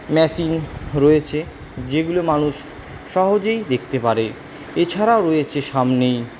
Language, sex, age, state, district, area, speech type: Bengali, male, 60+, West Bengal, Purba Bardhaman, urban, spontaneous